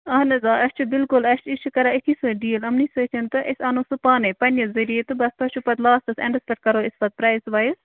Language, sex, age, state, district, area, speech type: Kashmiri, female, 18-30, Jammu and Kashmir, Bandipora, rural, conversation